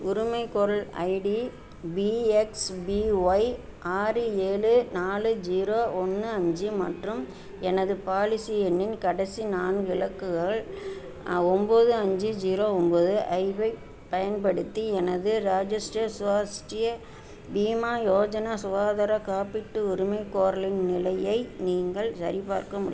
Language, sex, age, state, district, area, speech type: Tamil, female, 60+, Tamil Nadu, Perambalur, urban, read